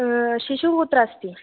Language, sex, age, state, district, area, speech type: Sanskrit, female, 18-30, Kerala, Thrissur, rural, conversation